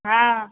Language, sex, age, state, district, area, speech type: Maithili, female, 18-30, Bihar, Madhepura, rural, conversation